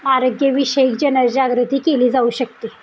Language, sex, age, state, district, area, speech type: Marathi, female, 18-30, Maharashtra, Satara, urban, spontaneous